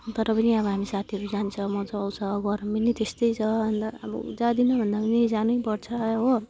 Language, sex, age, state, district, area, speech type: Nepali, female, 18-30, West Bengal, Alipurduar, urban, spontaneous